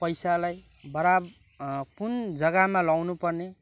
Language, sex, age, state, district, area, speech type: Nepali, male, 18-30, West Bengal, Kalimpong, rural, spontaneous